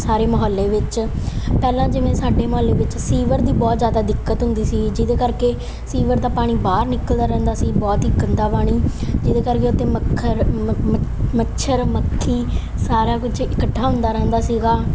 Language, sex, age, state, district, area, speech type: Punjabi, female, 18-30, Punjab, Mansa, urban, spontaneous